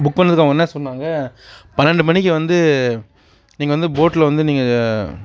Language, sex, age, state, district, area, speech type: Tamil, male, 30-45, Tamil Nadu, Perambalur, rural, spontaneous